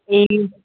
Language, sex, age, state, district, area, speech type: Nepali, female, 60+, West Bengal, Kalimpong, rural, conversation